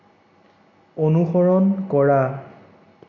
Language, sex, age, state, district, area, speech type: Assamese, male, 18-30, Assam, Sonitpur, rural, read